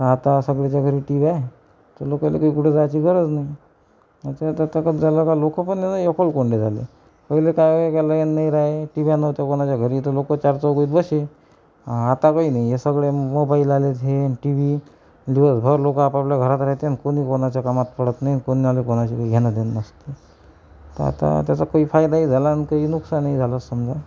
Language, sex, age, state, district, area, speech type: Marathi, male, 60+, Maharashtra, Amravati, rural, spontaneous